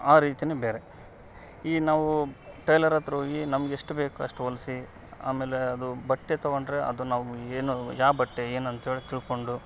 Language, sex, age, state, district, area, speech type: Kannada, male, 30-45, Karnataka, Vijayanagara, rural, spontaneous